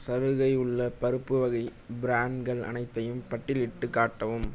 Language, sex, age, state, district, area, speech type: Tamil, male, 18-30, Tamil Nadu, Nagapattinam, rural, read